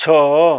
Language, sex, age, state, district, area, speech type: Odia, male, 60+, Odisha, Balasore, rural, read